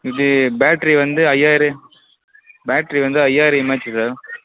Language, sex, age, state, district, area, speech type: Tamil, male, 18-30, Tamil Nadu, Kallakurichi, rural, conversation